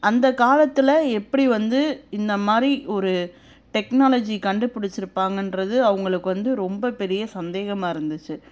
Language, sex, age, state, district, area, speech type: Tamil, female, 30-45, Tamil Nadu, Madurai, urban, spontaneous